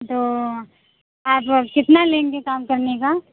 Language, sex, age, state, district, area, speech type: Hindi, female, 30-45, Uttar Pradesh, Mirzapur, rural, conversation